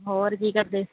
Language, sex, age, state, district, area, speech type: Punjabi, female, 30-45, Punjab, Kapurthala, rural, conversation